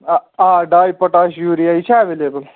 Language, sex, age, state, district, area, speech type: Kashmiri, male, 30-45, Jammu and Kashmir, Anantnag, rural, conversation